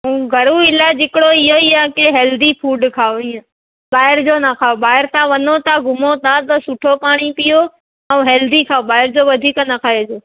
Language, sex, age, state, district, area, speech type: Sindhi, female, 18-30, Gujarat, Surat, urban, conversation